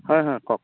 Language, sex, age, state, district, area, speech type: Assamese, male, 30-45, Assam, Golaghat, rural, conversation